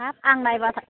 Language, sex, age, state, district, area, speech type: Bodo, female, 45-60, Assam, Baksa, rural, conversation